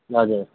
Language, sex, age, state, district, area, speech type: Nepali, male, 45-60, West Bengal, Jalpaiguri, urban, conversation